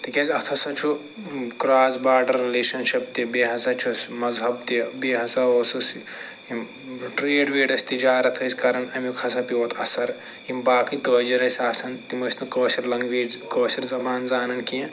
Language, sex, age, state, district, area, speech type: Kashmiri, male, 45-60, Jammu and Kashmir, Srinagar, urban, spontaneous